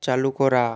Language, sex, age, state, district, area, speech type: Bengali, male, 18-30, West Bengal, Hooghly, urban, read